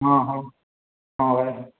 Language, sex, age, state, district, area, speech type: Odia, male, 30-45, Odisha, Boudh, rural, conversation